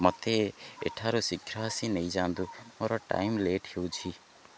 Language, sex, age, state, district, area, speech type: Odia, male, 18-30, Odisha, Jagatsinghpur, rural, spontaneous